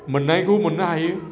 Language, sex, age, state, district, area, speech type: Bodo, male, 45-60, Assam, Chirang, urban, spontaneous